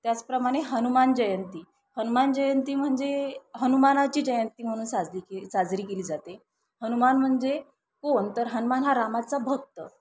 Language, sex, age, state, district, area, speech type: Marathi, female, 30-45, Maharashtra, Thane, urban, spontaneous